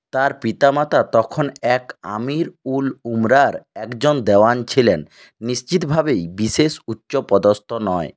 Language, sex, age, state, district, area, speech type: Bengali, male, 60+, West Bengal, Purulia, rural, read